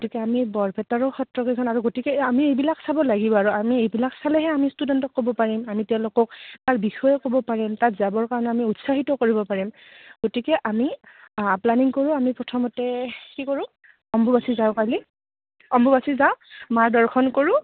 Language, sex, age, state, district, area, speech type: Assamese, female, 30-45, Assam, Goalpara, urban, conversation